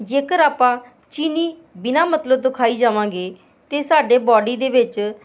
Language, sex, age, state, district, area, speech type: Punjabi, female, 45-60, Punjab, Hoshiarpur, urban, spontaneous